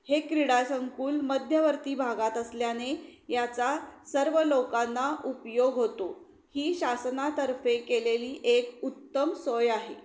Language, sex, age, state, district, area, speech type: Marathi, female, 45-60, Maharashtra, Sangli, rural, spontaneous